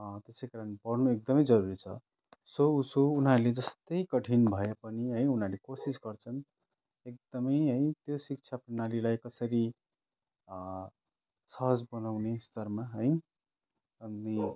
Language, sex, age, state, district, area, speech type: Nepali, male, 30-45, West Bengal, Kalimpong, rural, spontaneous